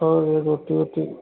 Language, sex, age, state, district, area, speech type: Hindi, male, 45-60, Uttar Pradesh, Hardoi, rural, conversation